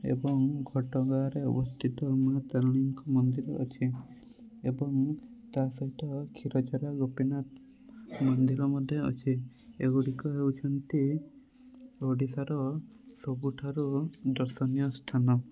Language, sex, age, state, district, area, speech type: Odia, male, 18-30, Odisha, Mayurbhanj, rural, spontaneous